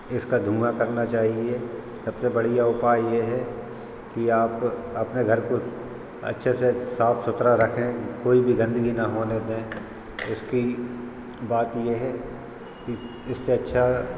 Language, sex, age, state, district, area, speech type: Hindi, male, 30-45, Madhya Pradesh, Hoshangabad, rural, spontaneous